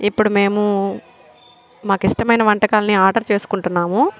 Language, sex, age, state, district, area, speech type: Telugu, female, 30-45, Andhra Pradesh, Kadapa, rural, spontaneous